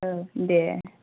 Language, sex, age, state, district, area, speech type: Bodo, female, 30-45, Assam, Kokrajhar, rural, conversation